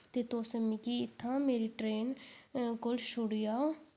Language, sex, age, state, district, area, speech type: Dogri, female, 18-30, Jammu and Kashmir, Udhampur, rural, spontaneous